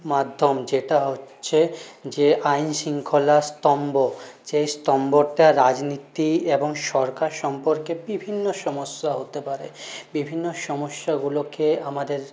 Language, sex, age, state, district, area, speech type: Bengali, male, 30-45, West Bengal, Purulia, urban, spontaneous